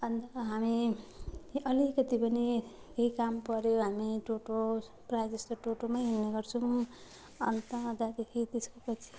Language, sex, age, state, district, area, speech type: Nepali, female, 30-45, West Bengal, Jalpaiguri, rural, spontaneous